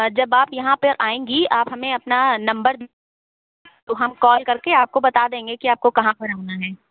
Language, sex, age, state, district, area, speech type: Hindi, female, 30-45, Uttar Pradesh, Sitapur, rural, conversation